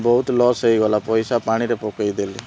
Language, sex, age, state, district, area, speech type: Odia, male, 30-45, Odisha, Rayagada, rural, spontaneous